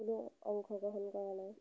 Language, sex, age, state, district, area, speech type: Assamese, female, 30-45, Assam, Lakhimpur, rural, spontaneous